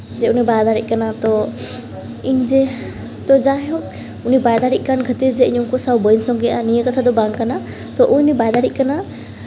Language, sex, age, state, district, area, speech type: Santali, female, 18-30, West Bengal, Malda, rural, spontaneous